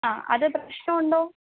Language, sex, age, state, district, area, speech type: Malayalam, female, 18-30, Kerala, Pathanamthitta, urban, conversation